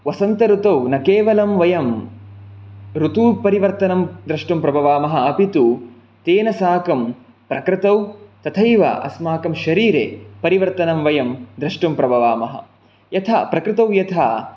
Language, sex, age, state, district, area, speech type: Sanskrit, male, 18-30, Karnataka, Chikkamagaluru, rural, spontaneous